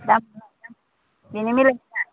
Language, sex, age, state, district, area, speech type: Bodo, female, 30-45, Assam, Udalguri, rural, conversation